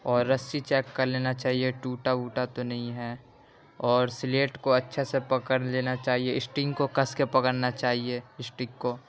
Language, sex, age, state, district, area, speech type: Urdu, male, 18-30, Uttar Pradesh, Ghaziabad, urban, spontaneous